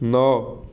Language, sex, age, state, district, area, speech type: Odia, male, 30-45, Odisha, Puri, urban, read